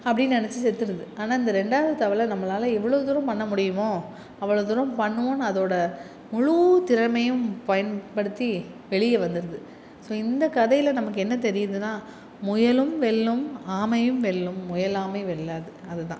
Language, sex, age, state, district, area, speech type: Tamil, female, 30-45, Tamil Nadu, Salem, urban, spontaneous